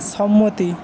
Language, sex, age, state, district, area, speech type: Bengali, male, 18-30, West Bengal, Paschim Medinipur, rural, read